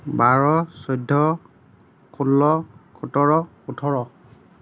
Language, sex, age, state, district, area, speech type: Assamese, male, 45-60, Assam, Nagaon, rural, spontaneous